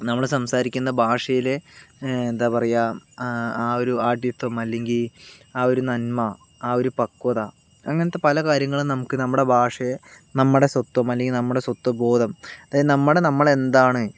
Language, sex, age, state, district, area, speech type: Malayalam, male, 45-60, Kerala, Palakkad, urban, spontaneous